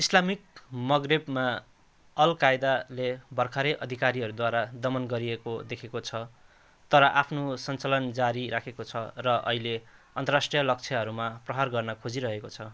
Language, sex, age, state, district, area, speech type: Nepali, male, 30-45, West Bengal, Jalpaiguri, rural, read